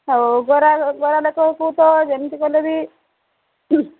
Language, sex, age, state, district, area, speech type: Odia, female, 30-45, Odisha, Sambalpur, rural, conversation